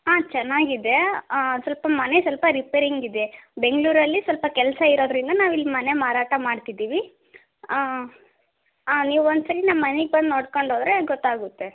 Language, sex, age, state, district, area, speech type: Kannada, female, 18-30, Karnataka, Davanagere, rural, conversation